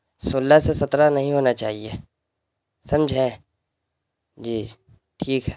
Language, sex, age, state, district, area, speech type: Urdu, male, 18-30, Bihar, Gaya, urban, spontaneous